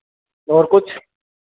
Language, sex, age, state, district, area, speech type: Hindi, male, 18-30, Rajasthan, Nagaur, rural, conversation